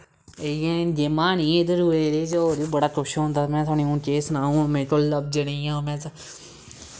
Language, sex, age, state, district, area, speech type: Dogri, male, 18-30, Jammu and Kashmir, Samba, rural, spontaneous